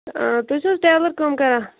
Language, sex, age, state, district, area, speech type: Kashmiri, female, 30-45, Jammu and Kashmir, Bandipora, rural, conversation